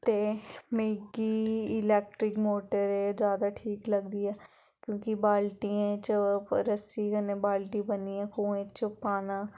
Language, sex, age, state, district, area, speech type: Dogri, female, 18-30, Jammu and Kashmir, Samba, urban, spontaneous